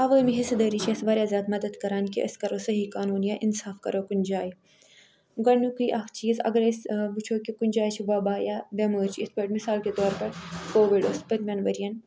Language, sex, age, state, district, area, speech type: Kashmiri, female, 60+, Jammu and Kashmir, Ganderbal, urban, spontaneous